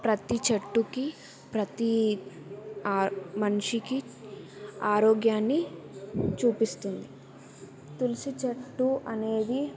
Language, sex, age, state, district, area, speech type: Telugu, female, 18-30, Telangana, Yadadri Bhuvanagiri, urban, spontaneous